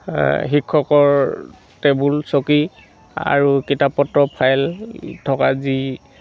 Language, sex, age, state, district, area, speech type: Assamese, male, 60+, Assam, Dhemaji, rural, spontaneous